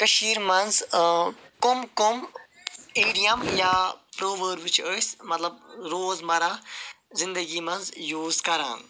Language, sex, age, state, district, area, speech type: Kashmiri, male, 45-60, Jammu and Kashmir, Ganderbal, urban, spontaneous